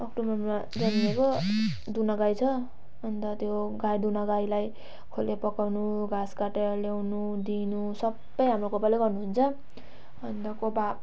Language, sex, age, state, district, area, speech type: Nepali, female, 18-30, West Bengal, Jalpaiguri, urban, spontaneous